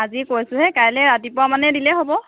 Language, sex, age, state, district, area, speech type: Assamese, female, 30-45, Assam, Lakhimpur, rural, conversation